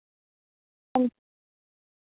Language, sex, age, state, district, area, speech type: Dogri, female, 18-30, Jammu and Kashmir, Jammu, urban, conversation